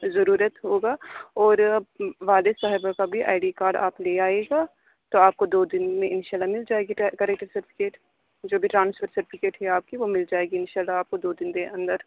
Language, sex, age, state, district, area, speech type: Urdu, female, 18-30, Uttar Pradesh, Aligarh, urban, conversation